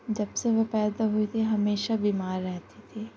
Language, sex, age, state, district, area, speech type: Urdu, female, 18-30, Delhi, Central Delhi, urban, spontaneous